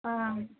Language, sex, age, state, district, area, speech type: Sanskrit, female, 18-30, Tamil Nadu, Dharmapuri, rural, conversation